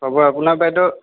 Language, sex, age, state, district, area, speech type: Assamese, male, 18-30, Assam, Lakhimpur, rural, conversation